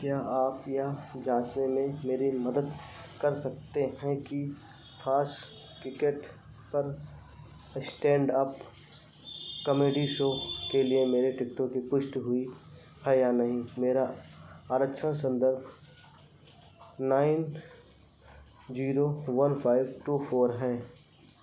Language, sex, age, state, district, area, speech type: Hindi, male, 45-60, Uttar Pradesh, Ayodhya, rural, read